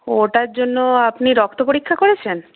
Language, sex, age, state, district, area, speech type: Bengali, female, 45-60, West Bengal, Nadia, rural, conversation